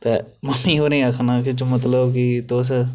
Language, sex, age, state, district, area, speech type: Dogri, male, 18-30, Jammu and Kashmir, Reasi, rural, spontaneous